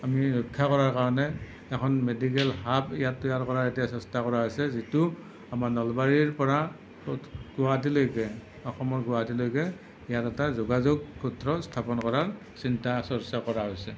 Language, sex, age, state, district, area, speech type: Assamese, male, 45-60, Assam, Nalbari, rural, spontaneous